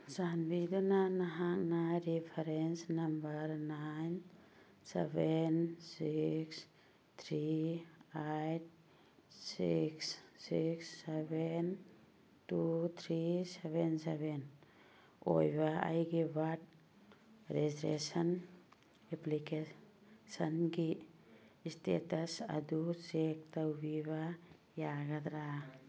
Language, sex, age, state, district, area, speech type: Manipuri, female, 45-60, Manipur, Churachandpur, urban, read